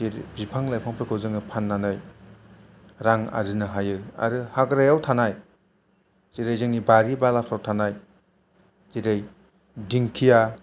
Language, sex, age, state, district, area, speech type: Bodo, male, 18-30, Assam, Chirang, rural, spontaneous